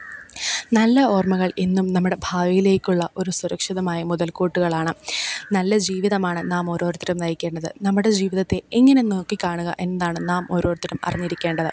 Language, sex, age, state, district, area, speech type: Malayalam, female, 18-30, Kerala, Pathanamthitta, rural, spontaneous